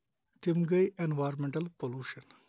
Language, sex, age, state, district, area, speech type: Kashmiri, male, 30-45, Jammu and Kashmir, Pulwama, urban, spontaneous